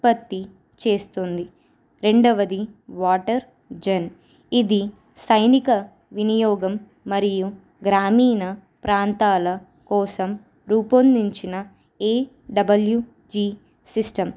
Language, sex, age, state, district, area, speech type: Telugu, female, 18-30, Telangana, Nirmal, urban, spontaneous